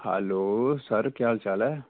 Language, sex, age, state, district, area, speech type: Dogri, male, 30-45, Jammu and Kashmir, Udhampur, rural, conversation